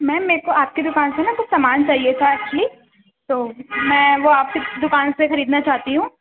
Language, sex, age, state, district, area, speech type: Urdu, female, 18-30, Uttar Pradesh, Gautam Buddha Nagar, rural, conversation